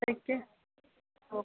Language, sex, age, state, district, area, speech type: Malayalam, female, 45-60, Kerala, Kollam, rural, conversation